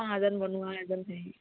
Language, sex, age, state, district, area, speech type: Assamese, female, 18-30, Assam, Charaideo, rural, conversation